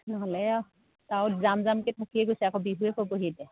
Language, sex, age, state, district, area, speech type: Assamese, female, 30-45, Assam, Sivasagar, rural, conversation